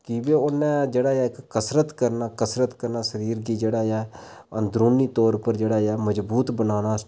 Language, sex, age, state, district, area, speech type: Dogri, male, 18-30, Jammu and Kashmir, Udhampur, rural, spontaneous